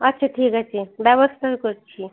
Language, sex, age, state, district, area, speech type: Bengali, female, 30-45, West Bengal, Birbhum, urban, conversation